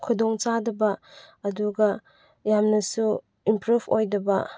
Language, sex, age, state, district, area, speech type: Manipuri, female, 18-30, Manipur, Chandel, rural, spontaneous